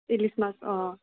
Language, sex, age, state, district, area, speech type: Assamese, female, 18-30, Assam, Kamrup Metropolitan, urban, conversation